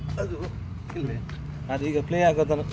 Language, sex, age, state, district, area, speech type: Kannada, male, 18-30, Karnataka, Vijayanagara, rural, spontaneous